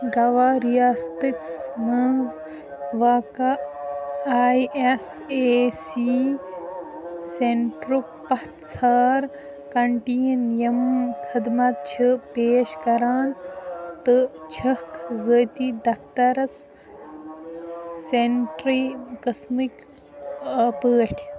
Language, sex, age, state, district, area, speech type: Kashmiri, female, 30-45, Jammu and Kashmir, Baramulla, urban, read